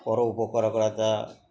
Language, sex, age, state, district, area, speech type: Bengali, male, 60+, West Bengal, Uttar Dinajpur, urban, spontaneous